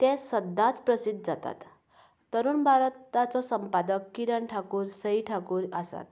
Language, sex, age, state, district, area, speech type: Goan Konkani, female, 30-45, Goa, Canacona, rural, spontaneous